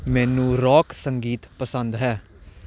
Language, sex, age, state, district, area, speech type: Punjabi, male, 18-30, Punjab, Hoshiarpur, urban, read